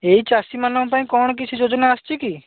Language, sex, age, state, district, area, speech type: Odia, male, 45-60, Odisha, Bhadrak, rural, conversation